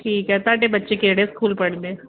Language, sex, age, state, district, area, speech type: Punjabi, female, 30-45, Punjab, Pathankot, rural, conversation